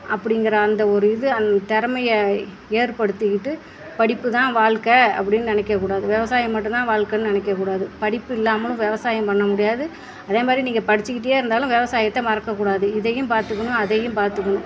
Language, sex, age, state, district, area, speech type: Tamil, female, 45-60, Tamil Nadu, Perambalur, rural, spontaneous